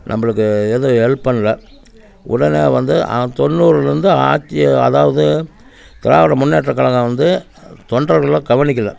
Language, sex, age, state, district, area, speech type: Tamil, male, 60+, Tamil Nadu, Namakkal, rural, spontaneous